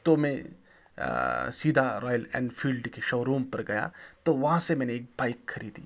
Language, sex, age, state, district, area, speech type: Urdu, male, 18-30, Jammu and Kashmir, Srinagar, rural, spontaneous